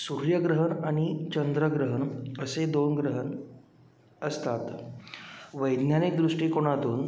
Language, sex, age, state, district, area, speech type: Marathi, male, 30-45, Maharashtra, Wardha, urban, spontaneous